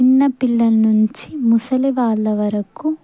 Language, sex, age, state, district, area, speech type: Telugu, female, 18-30, Telangana, Sangareddy, rural, spontaneous